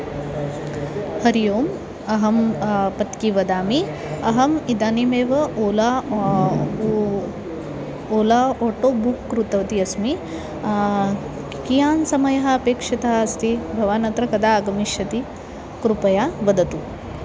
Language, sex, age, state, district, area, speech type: Sanskrit, female, 30-45, Maharashtra, Nagpur, urban, spontaneous